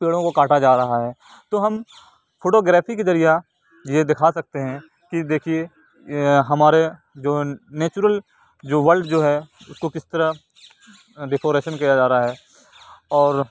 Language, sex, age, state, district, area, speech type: Urdu, male, 45-60, Uttar Pradesh, Aligarh, urban, spontaneous